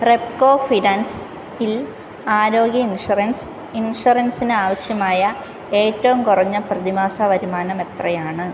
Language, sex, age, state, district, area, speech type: Malayalam, female, 18-30, Kerala, Kottayam, rural, read